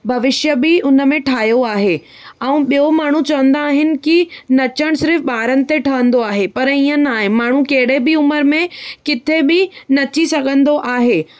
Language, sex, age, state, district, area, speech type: Sindhi, female, 18-30, Maharashtra, Thane, urban, spontaneous